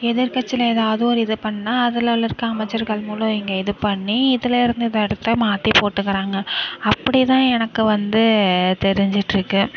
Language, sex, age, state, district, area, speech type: Tamil, female, 30-45, Tamil Nadu, Nagapattinam, rural, spontaneous